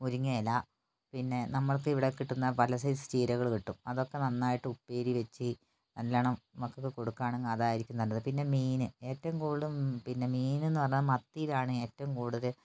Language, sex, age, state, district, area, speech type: Malayalam, female, 60+, Kerala, Wayanad, rural, spontaneous